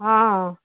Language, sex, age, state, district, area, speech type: Punjabi, female, 45-60, Punjab, Hoshiarpur, urban, conversation